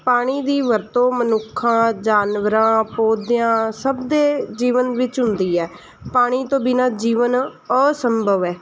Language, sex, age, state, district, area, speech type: Punjabi, female, 30-45, Punjab, Mansa, urban, spontaneous